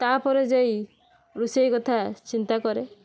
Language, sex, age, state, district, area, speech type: Odia, female, 18-30, Odisha, Balasore, rural, spontaneous